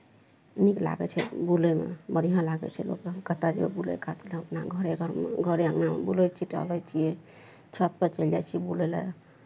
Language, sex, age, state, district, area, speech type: Maithili, female, 30-45, Bihar, Araria, rural, spontaneous